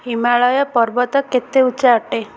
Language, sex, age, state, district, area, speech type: Odia, female, 18-30, Odisha, Ganjam, urban, read